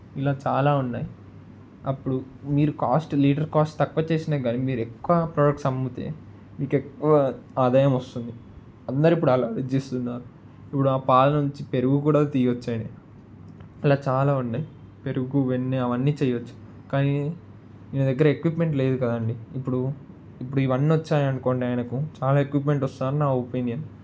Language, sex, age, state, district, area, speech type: Telugu, male, 30-45, Telangana, Ranga Reddy, urban, spontaneous